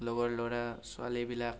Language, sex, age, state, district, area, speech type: Assamese, male, 18-30, Assam, Barpeta, rural, spontaneous